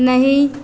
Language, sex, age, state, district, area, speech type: Hindi, female, 30-45, Uttar Pradesh, Azamgarh, rural, read